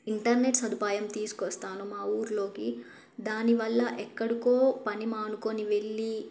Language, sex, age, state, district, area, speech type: Telugu, female, 18-30, Telangana, Bhadradri Kothagudem, rural, spontaneous